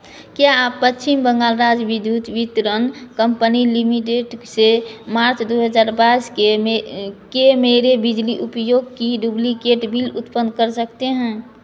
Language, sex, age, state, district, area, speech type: Hindi, female, 45-60, Bihar, Madhepura, rural, read